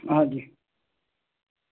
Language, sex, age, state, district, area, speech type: Urdu, male, 45-60, Delhi, New Delhi, urban, conversation